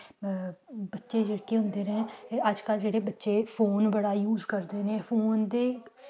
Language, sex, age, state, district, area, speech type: Dogri, female, 18-30, Jammu and Kashmir, Samba, rural, spontaneous